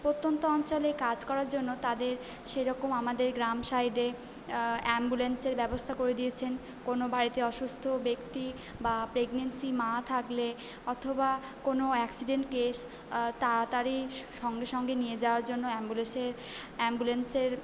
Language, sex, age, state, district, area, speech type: Bengali, female, 18-30, West Bengal, Purba Bardhaman, urban, spontaneous